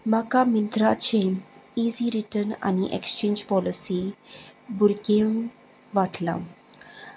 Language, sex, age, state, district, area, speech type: Goan Konkani, female, 30-45, Goa, Salcete, rural, spontaneous